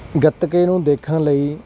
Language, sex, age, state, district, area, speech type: Punjabi, male, 30-45, Punjab, Kapurthala, urban, spontaneous